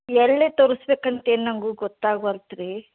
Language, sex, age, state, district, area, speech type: Kannada, female, 60+, Karnataka, Belgaum, rural, conversation